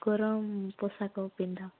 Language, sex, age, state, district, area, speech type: Odia, female, 18-30, Odisha, Koraput, urban, conversation